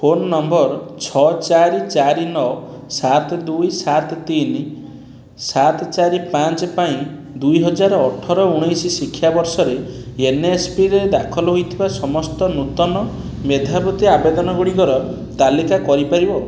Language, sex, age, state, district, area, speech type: Odia, male, 30-45, Odisha, Puri, urban, read